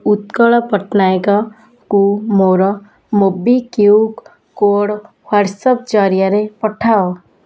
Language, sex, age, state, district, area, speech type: Odia, female, 18-30, Odisha, Kendujhar, urban, read